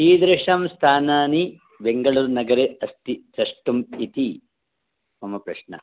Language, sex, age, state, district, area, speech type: Sanskrit, male, 45-60, Karnataka, Bangalore Urban, urban, conversation